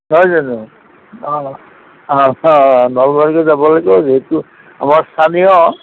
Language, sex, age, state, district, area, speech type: Assamese, male, 60+, Assam, Nalbari, rural, conversation